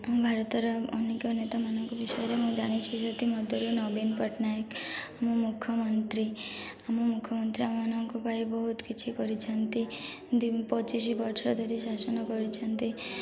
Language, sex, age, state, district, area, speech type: Odia, female, 18-30, Odisha, Malkangiri, rural, spontaneous